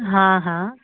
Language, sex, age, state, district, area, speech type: Maithili, female, 18-30, Bihar, Muzaffarpur, urban, conversation